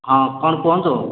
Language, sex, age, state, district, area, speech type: Odia, male, 60+, Odisha, Angul, rural, conversation